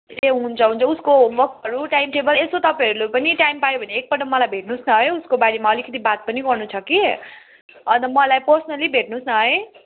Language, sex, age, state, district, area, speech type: Nepali, female, 30-45, West Bengal, Kalimpong, rural, conversation